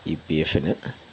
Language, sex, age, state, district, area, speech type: Malayalam, male, 45-60, Kerala, Alappuzha, rural, spontaneous